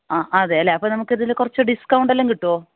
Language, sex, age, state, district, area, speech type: Malayalam, female, 30-45, Kerala, Kasaragod, rural, conversation